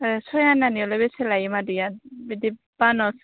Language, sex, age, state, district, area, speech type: Bodo, female, 18-30, Assam, Kokrajhar, rural, conversation